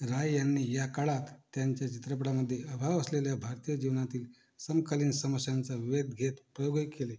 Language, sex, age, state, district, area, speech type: Marathi, male, 45-60, Maharashtra, Yavatmal, rural, read